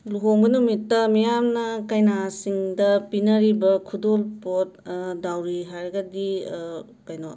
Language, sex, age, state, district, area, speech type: Manipuri, female, 30-45, Manipur, Imphal West, urban, spontaneous